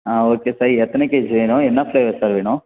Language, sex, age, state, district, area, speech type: Tamil, male, 18-30, Tamil Nadu, Thanjavur, rural, conversation